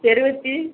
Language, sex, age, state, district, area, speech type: Tamil, female, 18-30, Tamil Nadu, Sivaganga, rural, conversation